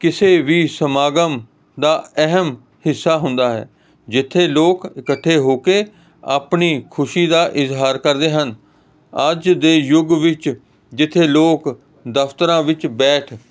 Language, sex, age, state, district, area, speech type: Punjabi, male, 45-60, Punjab, Hoshiarpur, urban, spontaneous